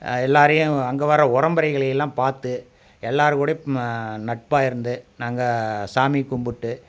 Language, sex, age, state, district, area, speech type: Tamil, male, 45-60, Tamil Nadu, Coimbatore, rural, spontaneous